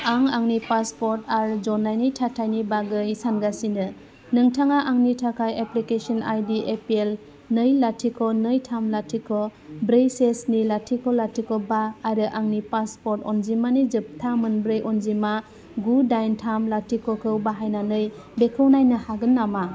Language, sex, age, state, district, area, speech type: Bodo, female, 30-45, Assam, Udalguri, rural, read